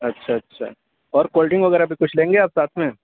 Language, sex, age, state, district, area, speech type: Urdu, male, 30-45, Uttar Pradesh, Mau, urban, conversation